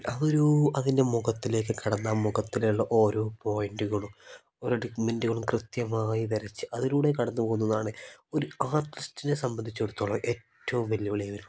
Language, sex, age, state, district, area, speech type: Malayalam, male, 18-30, Kerala, Kozhikode, rural, spontaneous